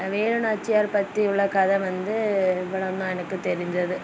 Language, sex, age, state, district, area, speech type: Tamil, female, 18-30, Tamil Nadu, Kanyakumari, rural, spontaneous